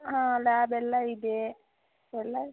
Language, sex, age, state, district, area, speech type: Kannada, female, 18-30, Karnataka, Chikkaballapur, rural, conversation